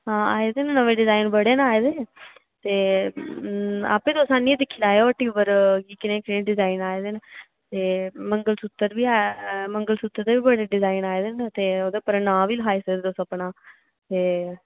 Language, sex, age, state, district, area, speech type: Dogri, female, 18-30, Jammu and Kashmir, Reasi, rural, conversation